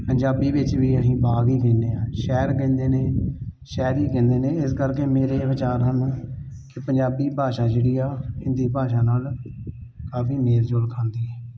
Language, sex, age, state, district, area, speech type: Punjabi, male, 30-45, Punjab, Tarn Taran, rural, spontaneous